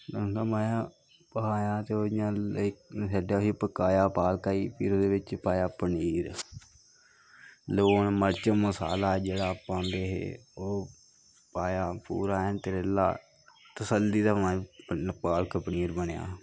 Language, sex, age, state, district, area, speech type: Dogri, male, 18-30, Jammu and Kashmir, Kathua, rural, spontaneous